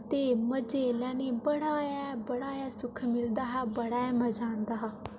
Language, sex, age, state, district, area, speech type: Dogri, female, 18-30, Jammu and Kashmir, Udhampur, rural, spontaneous